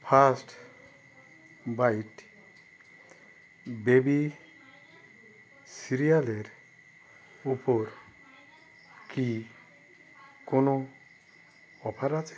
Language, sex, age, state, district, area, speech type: Bengali, male, 60+, West Bengal, Howrah, urban, read